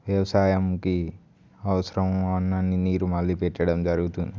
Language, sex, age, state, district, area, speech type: Telugu, male, 18-30, Telangana, Nirmal, rural, spontaneous